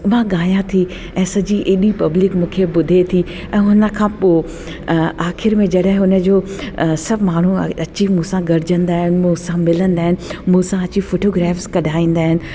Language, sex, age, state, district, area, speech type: Sindhi, female, 45-60, Delhi, South Delhi, urban, spontaneous